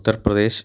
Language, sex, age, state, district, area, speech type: Malayalam, male, 30-45, Kerala, Pathanamthitta, rural, spontaneous